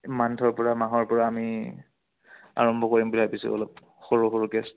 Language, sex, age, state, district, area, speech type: Assamese, male, 18-30, Assam, Udalguri, rural, conversation